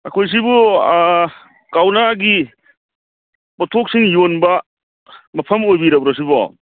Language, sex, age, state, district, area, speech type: Manipuri, male, 45-60, Manipur, Churachandpur, rural, conversation